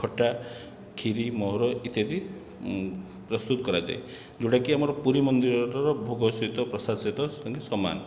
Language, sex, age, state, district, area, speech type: Odia, male, 30-45, Odisha, Khordha, rural, spontaneous